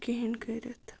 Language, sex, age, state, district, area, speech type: Kashmiri, female, 45-60, Jammu and Kashmir, Ganderbal, rural, spontaneous